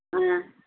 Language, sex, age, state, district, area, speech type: Tamil, female, 60+, Tamil Nadu, Perambalur, urban, conversation